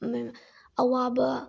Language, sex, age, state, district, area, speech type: Manipuri, female, 18-30, Manipur, Bishnupur, rural, spontaneous